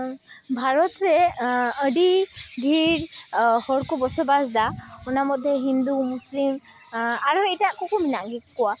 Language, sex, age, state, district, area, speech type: Santali, female, 18-30, West Bengal, Malda, rural, spontaneous